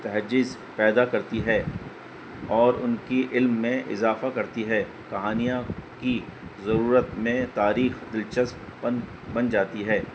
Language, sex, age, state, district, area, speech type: Urdu, male, 30-45, Delhi, North East Delhi, urban, spontaneous